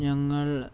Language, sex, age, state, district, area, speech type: Malayalam, male, 18-30, Kerala, Kozhikode, rural, spontaneous